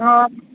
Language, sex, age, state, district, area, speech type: Kannada, female, 60+, Karnataka, Bellary, rural, conversation